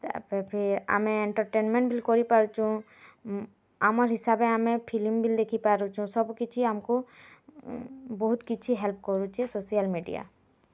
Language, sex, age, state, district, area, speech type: Odia, female, 18-30, Odisha, Bargarh, urban, spontaneous